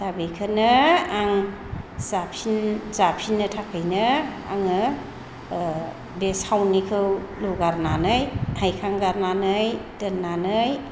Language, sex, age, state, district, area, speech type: Bodo, female, 45-60, Assam, Chirang, rural, spontaneous